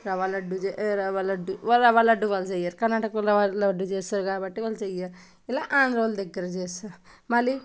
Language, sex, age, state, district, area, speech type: Telugu, female, 18-30, Telangana, Nalgonda, urban, spontaneous